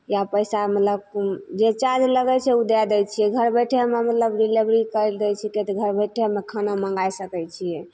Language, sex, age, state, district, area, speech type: Maithili, female, 30-45, Bihar, Begusarai, rural, spontaneous